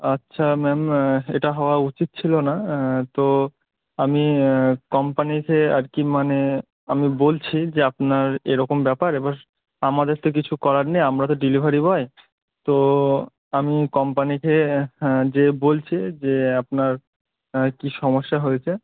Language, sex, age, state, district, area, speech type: Bengali, male, 18-30, West Bengal, Murshidabad, urban, conversation